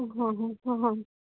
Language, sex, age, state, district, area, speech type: Gujarati, female, 18-30, Gujarat, Rajkot, urban, conversation